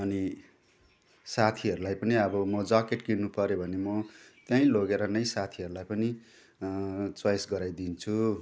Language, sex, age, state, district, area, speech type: Nepali, male, 30-45, West Bengal, Jalpaiguri, rural, spontaneous